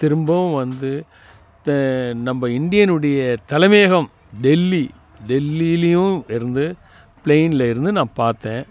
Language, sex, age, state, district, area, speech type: Tamil, male, 60+, Tamil Nadu, Tiruvannamalai, rural, spontaneous